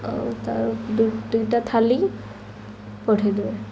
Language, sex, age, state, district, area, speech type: Odia, female, 18-30, Odisha, Malkangiri, urban, spontaneous